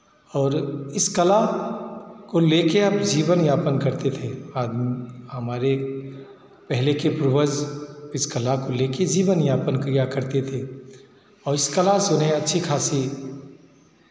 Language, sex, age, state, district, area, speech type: Hindi, male, 45-60, Bihar, Begusarai, rural, spontaneous